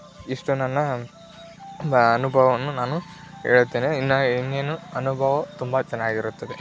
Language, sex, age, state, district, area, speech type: Kannada, male, 18-30, Karnataka, Tumkur, rural, spontaneous